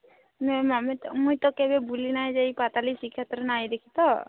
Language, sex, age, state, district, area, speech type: Odia, female, 18-30, Odisha, Subarnapur, urban, conversation